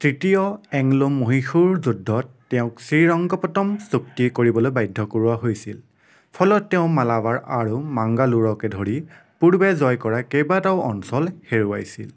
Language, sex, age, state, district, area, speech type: Assamese, male, 30-45, Assam, Nagaon, rural, read